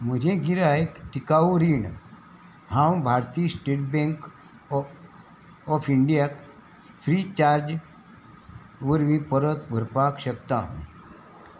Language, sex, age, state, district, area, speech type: Goan Konkani, male, 60+, Goa, Salcete, rural, read